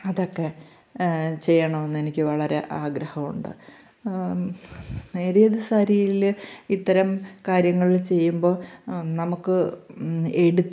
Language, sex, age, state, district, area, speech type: Malayalam, female, 45-60, Kerala, Pathanamthitta, rural, spontaneous